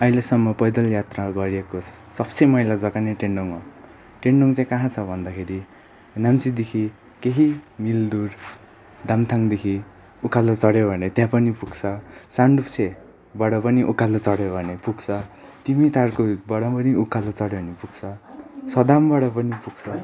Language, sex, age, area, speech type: Nepali, male, 18-30, rural, spontaneous